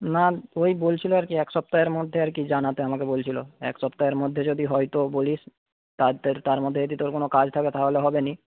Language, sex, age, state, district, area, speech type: Bengali, male, 30-45, West Bengal, Paschim Medinipur, rural, conversation